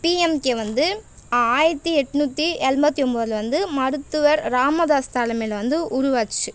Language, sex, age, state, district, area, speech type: Tamil, female, 18-30, Tamil Nadu, Tiruvannamalai, rural, spontaneous